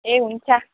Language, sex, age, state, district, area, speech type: Nepali, female, 18-30, West Bengal, Alipurduar, urban, conversation